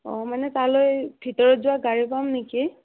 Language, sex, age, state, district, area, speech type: Assamese, female, 30-45, Assam, Morigaon, rural, conversation